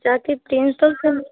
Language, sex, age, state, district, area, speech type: Hindi, female, 18-30, Bihar, Samastipur, rural, conversation